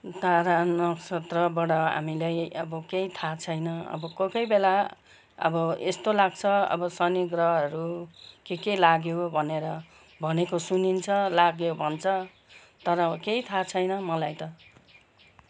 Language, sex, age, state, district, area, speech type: Nepali, female, 60+, West Bengal, Kalimpong, rural, spontaneous